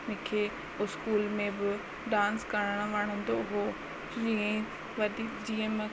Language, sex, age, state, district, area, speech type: Sindhi, female, 30-45, Rajasthan, Ajmer, urban, spontaneous